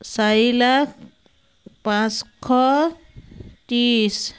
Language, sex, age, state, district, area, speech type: Assamese, female, 30-45, Assam, Sivasagar, rural, spontaneous